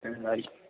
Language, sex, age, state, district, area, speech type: Urdu, male, 60+, Delhi, Central Delhi, rural, conversation